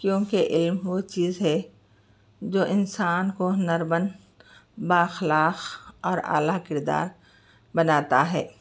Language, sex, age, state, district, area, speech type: Urdu, other, 60+, Telangana, Hyderabad, urban, spontaneous